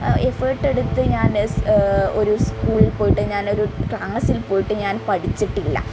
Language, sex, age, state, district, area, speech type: Malayalam, female, 30-45, Kerala, Malappuram, rural, spontaneous